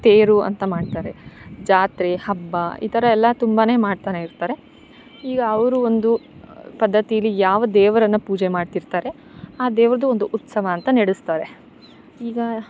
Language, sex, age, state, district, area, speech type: Kannada, female, 18-30, Karnataka, Chikkamagaluru, rural, spontaneous